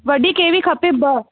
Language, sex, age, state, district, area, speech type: Sindhi, female, 18-30, Rajasthan, Ajmer, urban, conversation